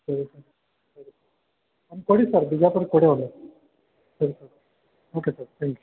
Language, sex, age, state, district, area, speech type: Kannada, male, 30-45, Karnataka, Belgaum, urban, conversation